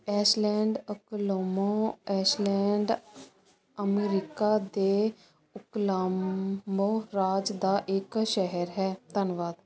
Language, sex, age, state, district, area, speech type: Punjabi, female, 30-45, Punjab, Ludhiana, rural, read